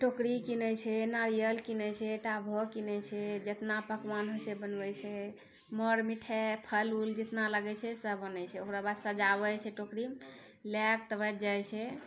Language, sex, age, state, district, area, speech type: Maithili, female, 60+, Bihar, Purnia, rural, spontaneous